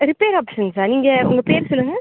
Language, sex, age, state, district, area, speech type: Tamil, male, 18-30, Tamil Nadu, Sivaganga, rural, conversation